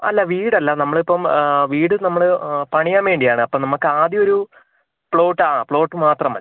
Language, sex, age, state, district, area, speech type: Malayalam, male, 18-30, Kerala, Kozhikode, urban, conversation